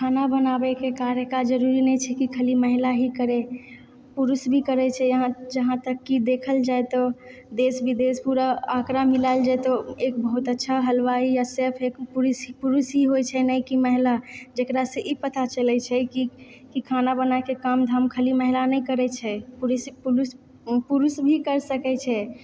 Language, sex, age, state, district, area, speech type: Maithili, female, 18-30, Bihar, Purnia, rural, spontaneous